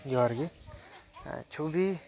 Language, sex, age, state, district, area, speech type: Santali, male, 18-30, West Bengal, Dakshin Dinajpur, rural, spontaneous